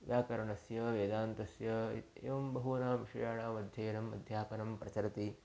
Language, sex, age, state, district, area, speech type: Sanskrit, male, 30-45, Karnataka, Udupi, rural, spontaneous